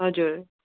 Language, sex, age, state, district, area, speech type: Nepali, female, 45-60, West Bengal, Darjeeling, rural, conversation